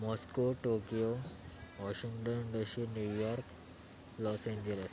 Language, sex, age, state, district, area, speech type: Marathi, male, 30-45, Maharashtra, Thane, urban, spontaneous